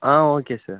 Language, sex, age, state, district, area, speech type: Tamil, male, 18-30, Tamil Nadu, Ariyalur, rural, conversation